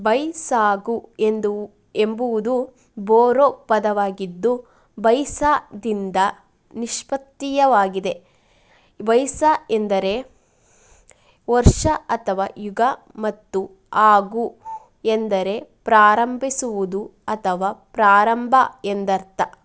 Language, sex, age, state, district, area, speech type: Kannada, female, 30-45, Karnataka, Mandya, rural, read